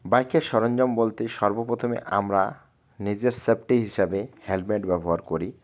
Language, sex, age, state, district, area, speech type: Bengali, male, 30-45, West Bengal, Alipurduar, rural, spontaneous